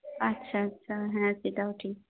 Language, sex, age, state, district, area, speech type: Bengali, female, 18-30, West Bengal, Nadia, rural, conversation